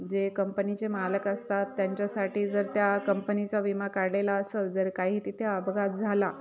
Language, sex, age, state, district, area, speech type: Marathi, female, 30-45, Maharashtra, Nashik, urban, spontaneous